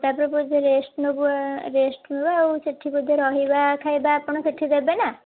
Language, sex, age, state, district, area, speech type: Odia, female, 18-30, Odisha, Kendujhar, urban, conversation